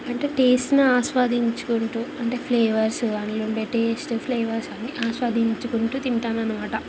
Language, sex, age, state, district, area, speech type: Telugu, female, 18-30, Telangana, Ranga Reddy, urban, spontaneous